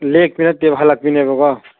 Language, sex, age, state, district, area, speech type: Manipuri, male, 30-45, Manipur, Churachandpur, rural, conversation